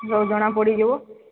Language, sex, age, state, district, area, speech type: Odia, female, 30-45, Odisha, Sambalpur, rural, conversation